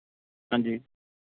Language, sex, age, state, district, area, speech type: Punjabi, male, 45-60, Punjab, Mohali, urban, conversation